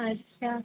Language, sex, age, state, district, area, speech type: Hindi, female, 30-45, Uttar Pradesh, Sonbhadra, rural, conversation